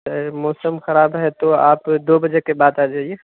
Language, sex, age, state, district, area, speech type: Urdu, male, 18-30, Bihar, Purnia, rural, conversation